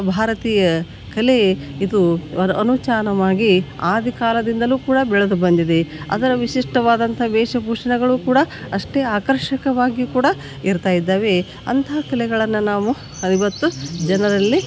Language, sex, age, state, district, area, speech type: Kannada, female, 60+, Karnataka, Gadag, rural, spontaneous